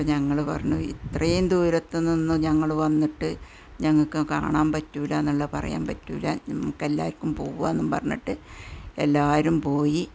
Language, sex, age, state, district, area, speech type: Malayalam, female, 60+, Kerala, Malappuram, rural, spontaneous